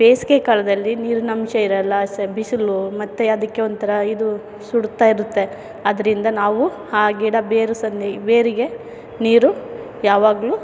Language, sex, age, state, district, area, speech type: Kannada, female, 45-60, Karnataka, Chamarajanagar, rural, spontaneous